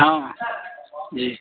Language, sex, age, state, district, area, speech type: Maithili, male, 30-45, Bihar, Madhubani, rural, conversation